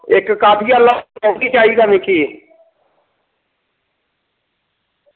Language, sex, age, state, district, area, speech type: Dogri, male, 30-45, Jammu and Kashmir, Reasi, rural, conversation